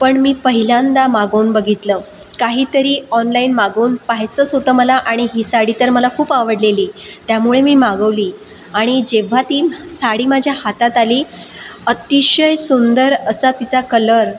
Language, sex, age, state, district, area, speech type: Marathi, female, 30-45, Maharashtra, Buldhana, urban, spontaneous